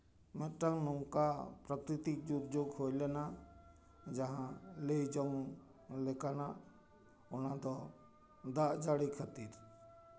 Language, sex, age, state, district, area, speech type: Santali, male, 60+, West Bengal, Paschim Bardhaman, urban, spontaneous